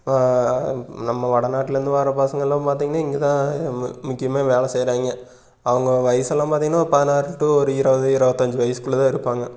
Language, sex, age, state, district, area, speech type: Tamil, male, 30-45, Tamil Nadu, Erode, rural, spontaneous